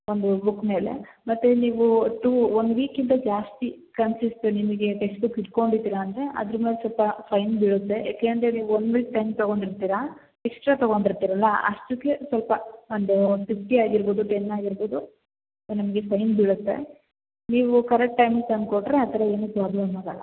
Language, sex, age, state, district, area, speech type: Kannada, female, 18-30, Karnataka, Hassan, urban, conversation